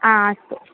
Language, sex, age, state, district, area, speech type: Sanskrit, female, 18-30, Kerala, Thrissur, rural, conversation